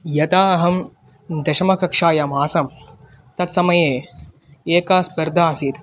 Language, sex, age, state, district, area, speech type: Sanskrit, male, 18-30, Tamil Nadu, Kanyakumari, urban, spontaneous